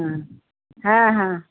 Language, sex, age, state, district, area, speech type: Bengali, female, 45-60, West Bengal, Purba Bardhaman, urban, conversation